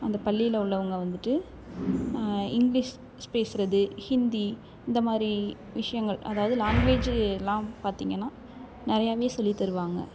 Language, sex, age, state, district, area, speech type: Tamil, female, 18-30, Tamil Nadu, Thanjavur, rural, spontaneous